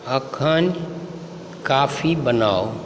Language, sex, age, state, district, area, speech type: Maithili, male, 45-60, Bihar, Supaul, rural, read